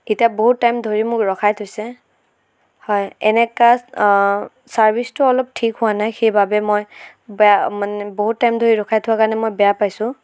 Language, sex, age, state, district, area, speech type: Assamese, female, 18-30, Assam, Sonitpur, rural, spontaneous